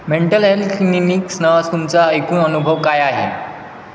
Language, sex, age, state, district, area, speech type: Marathi, male, 18-30, Maharashtra, Wardha, urban, read